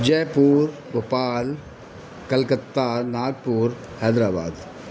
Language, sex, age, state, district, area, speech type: Urdu, male, 60+, Delhi, North East Delhi, urban, spontaneous